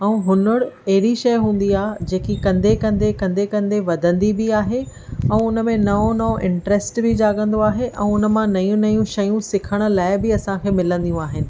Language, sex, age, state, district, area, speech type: Sindhi, female, 30-45, Maharashtra, Thane, urban, spontaneous